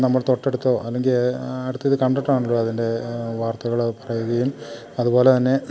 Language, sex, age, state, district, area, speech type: Malayalam, male, 45-60, Kerala, Idukki, rural, spontaneous